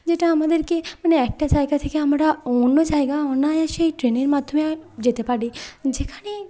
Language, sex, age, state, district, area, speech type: Bengali, female, 30-45, West Bengal, Bankura, urban, spontaneous